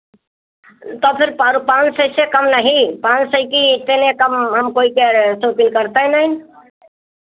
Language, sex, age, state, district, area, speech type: Hindi, female, 60+, Uttar Pradesh, Hardoi, rural, conversation